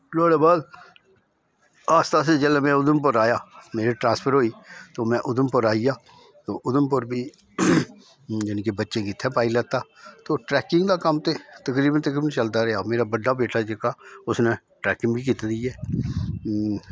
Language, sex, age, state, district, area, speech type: Dogri, male, 60+, Jammu and Kashmir, Udhampur, rural, spontaneous